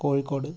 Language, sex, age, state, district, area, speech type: Malayalam, male, 18-30, Kerala, Wayanad, rural, spontaneous